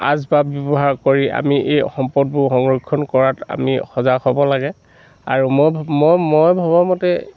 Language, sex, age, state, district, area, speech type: Assamese, male, 60+, Assam, Dhemaji, rural, spontaneous